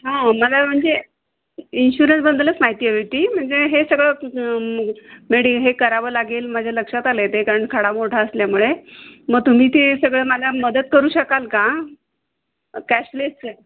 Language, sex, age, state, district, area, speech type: Marathi, female, 60+, Maharashtra, Kolhapur, urban, conversation